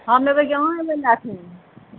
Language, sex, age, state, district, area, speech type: Maithili, female, 60+, Bihar, Supaul, rural, conversation